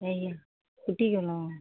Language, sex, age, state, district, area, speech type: Assamese, female, 45-60, Assam, Sivasagar, rural, conversation